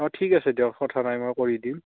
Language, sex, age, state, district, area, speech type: Assamese, male, 18-30, Assam, Nalbari, rural, conversation